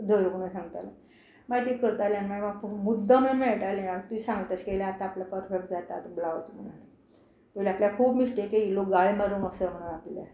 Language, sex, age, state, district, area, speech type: Goan Konkani, female, 60+, Goa, Quepem, rural, spontaneous